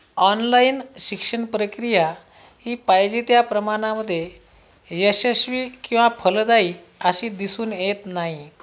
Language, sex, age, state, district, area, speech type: Marathi, male, 30-45, Maharashtra, Washim, rural, spontaneous